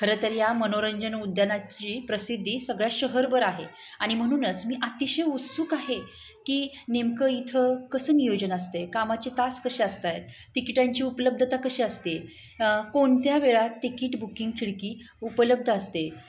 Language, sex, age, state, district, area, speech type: Marathi, female, 30-45, Maharashtra, Satara, rural, spontaneous